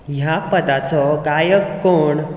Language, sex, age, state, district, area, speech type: Goan Konkani, male, 18-30, Goa, Bardez, urban, read